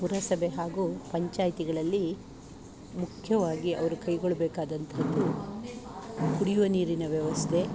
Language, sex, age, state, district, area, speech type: Kannada, female, 45-60, Karnataka, Chikkamagaluru, rural, spontaneous